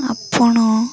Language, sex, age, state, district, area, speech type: Odia, female, 18-30, Odisha, Koraput, urban, spontaneous